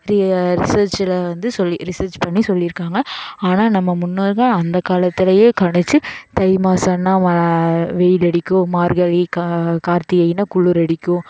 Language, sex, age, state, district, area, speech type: Tamil, female, 18-30, Tamil Nadu, Coimbatore, rural, spontaneous